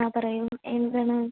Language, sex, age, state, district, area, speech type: Malayalam, female, 30-45, Kerala, Thrissur, rural, conversation